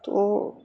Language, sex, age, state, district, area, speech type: Urdu, male, 18-30, Uttar Pradesh, Gautam Buddha Nagar, rural, spontaneous